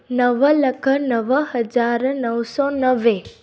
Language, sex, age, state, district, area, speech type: Sindhi, female, 18-30, Gujarat, Junagadh, rural, spontaneous